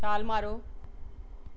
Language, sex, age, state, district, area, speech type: Punjabi, female, 45-60, Punjab, Pathankot, rural, read